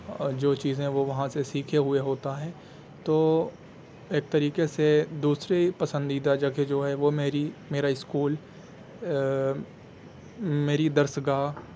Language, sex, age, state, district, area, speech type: Urdu, male, 18-30, Delhi, South Delhi, urban, spontaneous